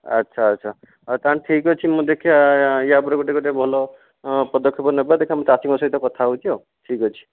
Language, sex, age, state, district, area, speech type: Odia, male, 45-60, Odisha, Jajpur, rural, conversation